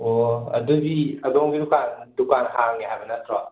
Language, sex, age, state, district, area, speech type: Manipuri, male, 30-45, Manipur, Imphal West, rural, conversation